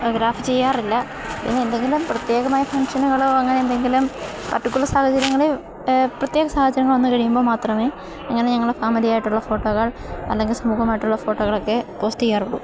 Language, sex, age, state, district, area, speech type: Malayalam, female, 18-30, Kerala, Idukki, rural, spontaneous